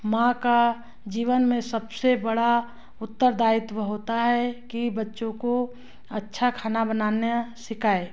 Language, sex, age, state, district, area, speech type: Hindi, female, 30-45, Madhya Pradesh, Betul, rural, spontaneous